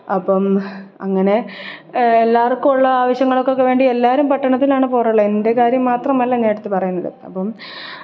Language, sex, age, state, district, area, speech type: Malayalam, female, 18-30, Kerala, Pathanamthitta, urban, spontaneous